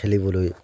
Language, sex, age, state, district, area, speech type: Assamese, male, 30-45, Assam, Charaideo, rural, spontaneous